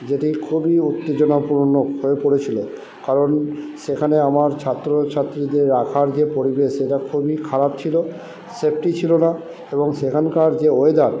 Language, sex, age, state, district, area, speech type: Bengali, male, 30-45, West Bengal, Purba Bardhaman, urban, spontaneous